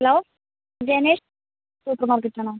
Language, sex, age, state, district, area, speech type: Malayalam, female, 45-60, Kerala, Wayanad, rural, conversation